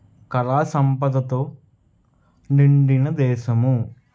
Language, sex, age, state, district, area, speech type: Telugu, male, 30-45, Telangana, Peddapalli, rural, spontaneous